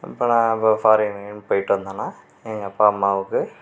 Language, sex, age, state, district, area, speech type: Tamil, male, 45-60, Tamil Nadu, Mayiladuthurai, rural, spontaneous